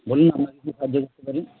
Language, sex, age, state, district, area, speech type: Bengali, male, 30-45, West Bengal, Nadia, urban, conversation